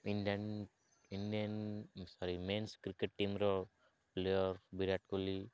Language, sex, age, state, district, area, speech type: Odia, male, 18-30, Odisha, Malkangiri, urban, spontaneous